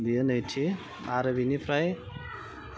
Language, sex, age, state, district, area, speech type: Bodo, female, 30-45, Assam, Udalguri, urban, spontaneous